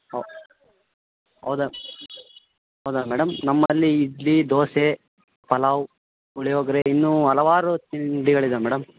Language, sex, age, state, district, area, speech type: Kannada, male, 18-30, Karnataka, Chitradurga, rural, conversation